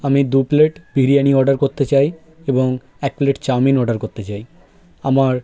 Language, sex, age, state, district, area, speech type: Bengali, male, 18-30, West Bengal, South 24 Parganas, rural, spontaneous